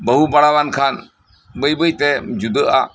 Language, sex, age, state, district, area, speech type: Santali, male, 60+, West Bengal, Birbhum, rural, spontaneous